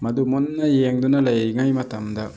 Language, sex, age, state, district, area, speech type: Manipuri, male, 18-30, Manipur, Thoubal, rural, spontaneous